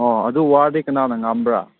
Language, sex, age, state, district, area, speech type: Manipuri, male, 18-30, Manipur, Kangpokpi, urban, conversation